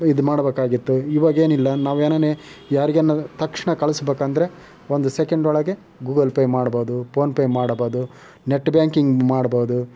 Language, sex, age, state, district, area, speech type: Kannada, male, 18-30, Karnataka, Chitradurga, rural, spontaneous